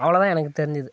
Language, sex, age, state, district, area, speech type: Tamil, male, 18-30, Tamil Nadu, Kallakurichi, urban, spontaneous